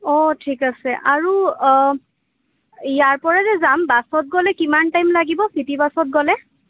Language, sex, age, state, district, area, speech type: Assamese, female, 18-30, Assam, Kamrup Metropolitan, urban, conversation